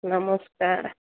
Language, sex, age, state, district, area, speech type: Odia, female, 60+, Odisha, Angul, rural, conversation